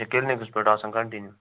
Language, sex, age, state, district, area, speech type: Kashmiri, male, 18-30, Jammu and Kashmir, Kupwara, rural, conversation